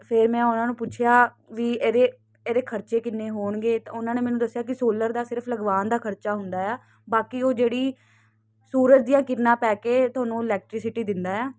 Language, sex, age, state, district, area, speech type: Punjabi, female, 18-30, Punjab, Ludhiana, urban, spontaneous